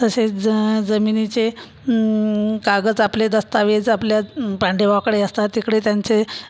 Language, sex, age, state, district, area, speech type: Marathi, female, 45-60, Maharashtra, Buldhana, rural, spontaneous